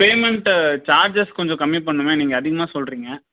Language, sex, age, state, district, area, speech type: Tamil, male, 18-30, Tamil Nadu, Dharmapuri, rural, conversation